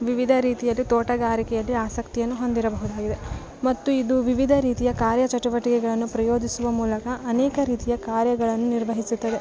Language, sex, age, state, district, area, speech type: Kannada, female, 18-30, Karnataka, Bellary, rural, spontaneous